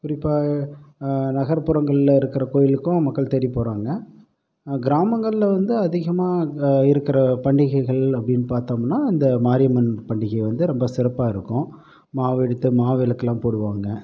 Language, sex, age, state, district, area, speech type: Tamil, male, 45-60, Tamil Nadu, Pudukkottai, rural, spontaneous